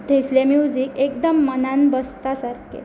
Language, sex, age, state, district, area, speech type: Goan Konkani, female, 18-30, Goa, Pernem, rural, spontaneous